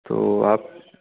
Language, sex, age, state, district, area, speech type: Hindi, male, 30-45, Madhya Pradesh, Ujjain, urban, conversation